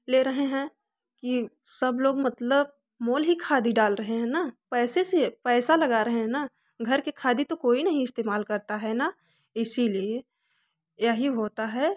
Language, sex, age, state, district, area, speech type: Hindi, female, 18-30, Uttar Pradesh, Prayagraj, rural, spontaneous